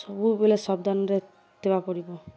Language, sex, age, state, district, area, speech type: Odia, female, 30-45, Odisha, Malkangiri, urban, spontaneous